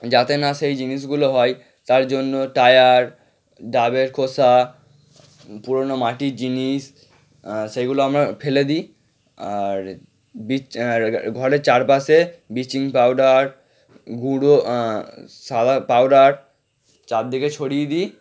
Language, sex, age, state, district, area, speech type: Bengali, male, 18-30, West Bengal, Howrah, urban, spontaneous